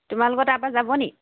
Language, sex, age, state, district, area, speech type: Assamese, female, 30-45, Assam, Lakhimpur, rural, conversation